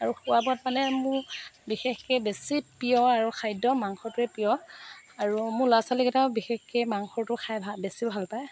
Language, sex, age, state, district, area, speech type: Assamese, female, 30-45, Assam, Morigaon, rural, spontaneous